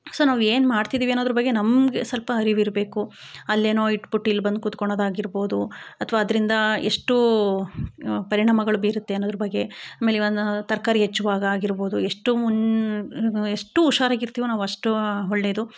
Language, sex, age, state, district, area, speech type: Kannada, female, 45-60, Karnataka, Chikkamagaluru, rural, spontaneous